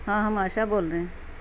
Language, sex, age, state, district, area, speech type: Urdu, female, 45-60, Bihar, Gaya, urban, spontaneous